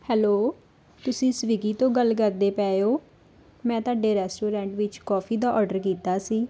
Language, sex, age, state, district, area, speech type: Punjabi, female, 18-30, Punjab, Tarn Taran, rural, spontaneous